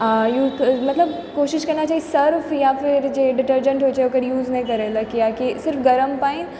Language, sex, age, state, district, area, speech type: Maithili, female, 18-30, Bihar, Supaul, urban, spontaneous